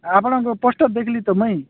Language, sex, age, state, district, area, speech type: Odia, male, 45-60, Odisha, Nabarangpur, rural, conversation